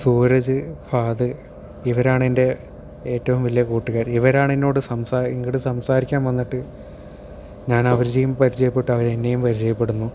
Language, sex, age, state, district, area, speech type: Malayalam, male, 18-30, Kerala, Thiruvananthapuram, urban, spontaneous